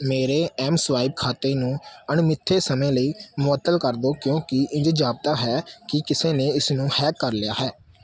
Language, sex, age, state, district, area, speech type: Punjabi, male, 30-45, Punjab, Amritsar, urban, read